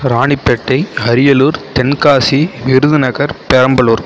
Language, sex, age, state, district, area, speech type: Tamil, male, 18-30, Tamil Nadu, Mayiladuthurai, rural, spontaneous